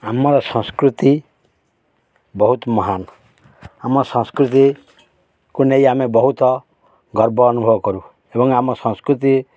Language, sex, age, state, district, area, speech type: Odia, male, 45-60, Odisha, Kendrapara, urban, spontaneous